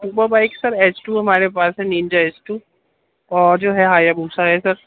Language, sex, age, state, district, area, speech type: Urdu, male, 30-45, Uttar Pradesh, Gautam Buddha Nagar, urban, conversation